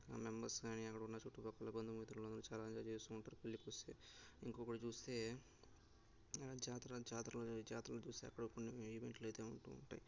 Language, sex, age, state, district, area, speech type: Telugu, male, 18-30, Andhra Pradesh, Sri Balaji, rural, spontaneous